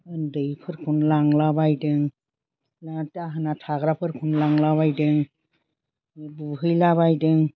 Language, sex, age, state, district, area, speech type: Bodo, female, 60+, Assam, Chirang, rural, spontaneous